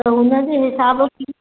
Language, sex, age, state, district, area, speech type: Sindhi, female, 30-45, Maharashtra, Thane, urban, conversation